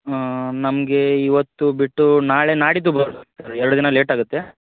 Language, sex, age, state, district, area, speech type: Kannada, male, 30-45, Karnataka, Dharwad, rural, conversation